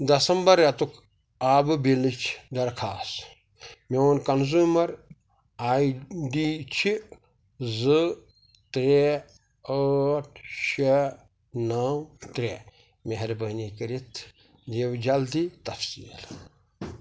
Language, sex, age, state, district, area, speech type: Kashmiri, male, 45-60, Jammu and Kashmir, Pulwama, rural, read